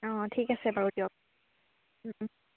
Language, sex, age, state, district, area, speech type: Assamese, female, 18-30, Assam, Jorhat, urban, conversation